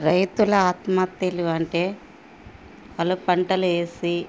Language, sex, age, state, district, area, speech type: Telugu, female, 45-60, Telangana, Ranga Reddy, rural, spontaneous